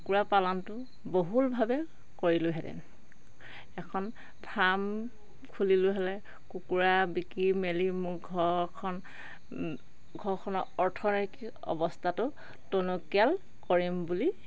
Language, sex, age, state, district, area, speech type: Assamese, female, 45-60, Assam, Charaideo, rural, spontaneous